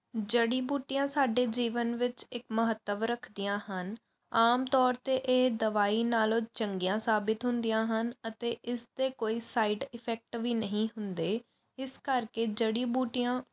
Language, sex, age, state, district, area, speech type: Punjabi, female, 18-30, Punjab, Pathankot, urban, spontaneous